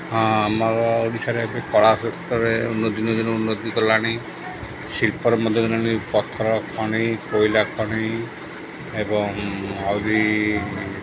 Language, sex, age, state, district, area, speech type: Odia, male, 60+, Odisha, Sundergarh, urban, spontaneous